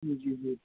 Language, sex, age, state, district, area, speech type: Urdu, male, 18-30, Delhi, Central Delhi, urban, conversation